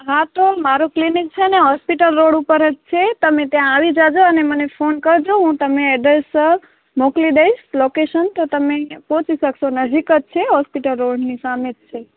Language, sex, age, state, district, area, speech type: Gujarati, female, 18-30, Gujarat, Kutch, rural, conversation